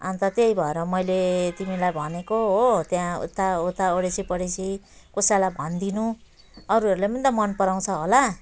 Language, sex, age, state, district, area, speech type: Nepali, female, 45-60, West Bengal, Jalpaiguri, rural, spontaneous